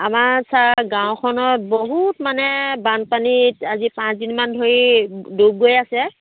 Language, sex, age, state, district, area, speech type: Assamese, female, 45-60, Assam, Dhemaji, rural, conversation